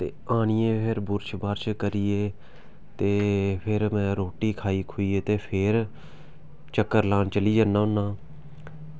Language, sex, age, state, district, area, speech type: Dogri, male, 30-45, Jammu and Kashmir, Samba, urban, spontaneous